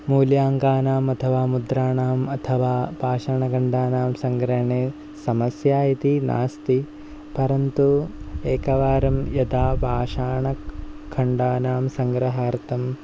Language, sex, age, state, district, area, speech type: Sanskrit, male, 30-45, Kerala, Kasaragod, rural, spontaneous